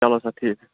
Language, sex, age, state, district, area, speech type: Kashmiri, male, 18-30, Jammu and Kashmir, Shopian, rural, conversation